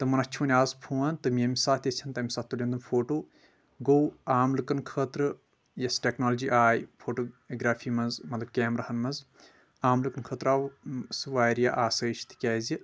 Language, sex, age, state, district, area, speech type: Kashmiri, male, 18-30, Jammu and Kashmir, Shopian, urban, spontaneous